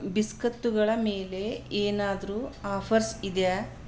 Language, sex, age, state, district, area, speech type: Kannada, female, 45-60, Karnataka, Bidar, urban, read